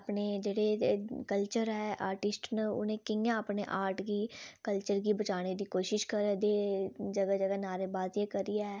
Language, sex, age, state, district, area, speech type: Dogri, female, 18-30, Jammu and Kashmir, Udhampur, rural, spontaneous